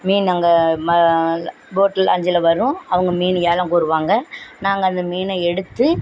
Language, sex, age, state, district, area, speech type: Tamil, female, 60+, Tamil Nadu, Thoothukudi, rural, spontaneous